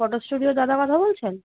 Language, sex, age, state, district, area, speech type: Bengali, female, 30-45, West Bengal, Kolkata, urban, conversation